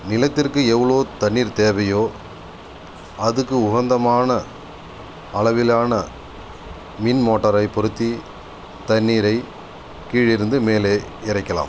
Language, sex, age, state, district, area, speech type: Tamil, male, 30-45, Tamil Nadu, Cuddalore, rural, spontaneous